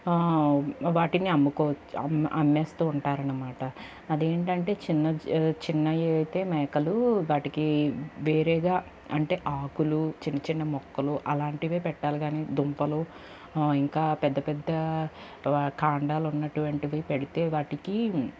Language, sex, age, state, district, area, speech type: Telugu, female, 18-30, Andhra Pradesh, Palnadu, urban, spontaneous